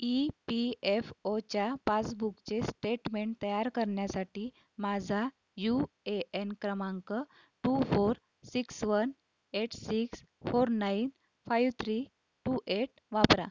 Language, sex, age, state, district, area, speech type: Marathi, female, 30-45, Maharashtra, Akola, urban, read